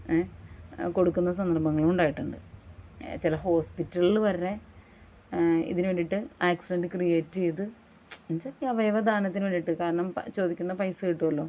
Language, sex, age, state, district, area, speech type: Malayalam, female, 30-45, Kerala, Ernakulam, rural, spontaneous